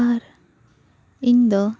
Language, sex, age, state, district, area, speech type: Santali, female, 18-30, West Bengal, Purba Bardhaman, rural, spontaneous